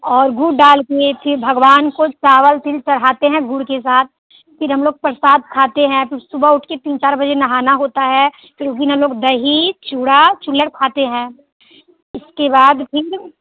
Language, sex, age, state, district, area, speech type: Hindi, female, 18-30, Bihar, Muzaffarpur, urban, conversation